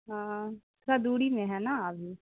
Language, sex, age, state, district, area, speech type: Urdu, female, 18-30, Bihar, Khagaria, rural, conversation